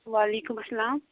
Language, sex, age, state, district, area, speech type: Kashmiri, female, 18-30, Jammu and Kashmir, Pulwama, rural, conversation